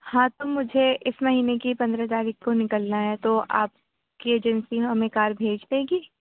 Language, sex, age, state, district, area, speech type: Urdu, female, 30-45, Uttar Pradesh, Aligarh, urban, conversation